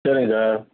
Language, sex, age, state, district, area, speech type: Tamil, male, 45-60, Tamil Nadu, Tiruchirappalli, rural, conversation